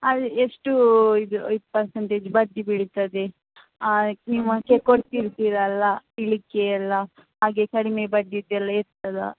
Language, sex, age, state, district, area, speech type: Kannada, female, 18-30, Karnataka, Shimoga, rural, conversation